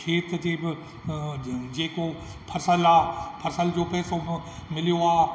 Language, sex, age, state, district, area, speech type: Sindhi, male, 60+, Rajasthan, Ajmer, urban, spontaneous